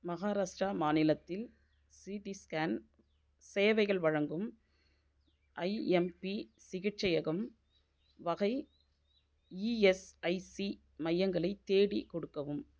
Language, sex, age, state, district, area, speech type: Tamil, female, 45-60, Tamil Nadu, Viluppuram, urban, read